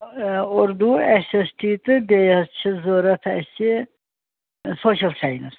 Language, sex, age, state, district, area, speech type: Kashmiri, female, 60+, Jammu and Kashmir, Srinagar, urban, conversation